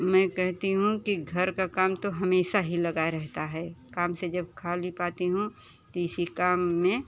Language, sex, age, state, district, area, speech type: Hindi, female, 30-45, Uttar Pradesh, Bhadohi, rural, spontaneous